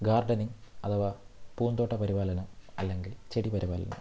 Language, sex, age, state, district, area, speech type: Malayalam, male, 18-30, Kerala, Thiruvananthapuram, rural, spontaneous